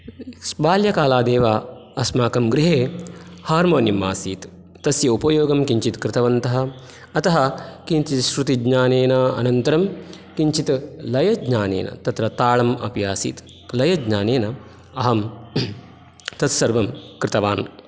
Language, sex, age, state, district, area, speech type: Sanskrit, male, 30-45, Karnataka, Dakshina Kannada, rural, spontaneous